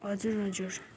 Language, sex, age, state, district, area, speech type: Nepali, female, 30-45, West Bengal, Kalimpong, rural, spontaneous